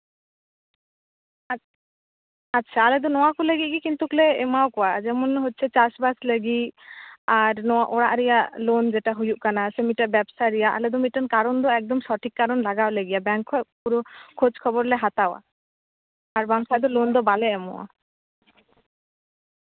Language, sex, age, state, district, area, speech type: Santali, female, 18-30, West Bengal, Malda, rural, conversation